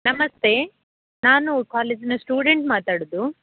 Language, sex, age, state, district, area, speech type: Kannada, female, 18-30, Karnataka, Dakshina Kannada, rural, conversation